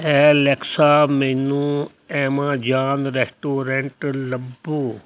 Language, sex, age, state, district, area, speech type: Punjabi, male, 60+, Punjab, Hoshiarpur, rural, read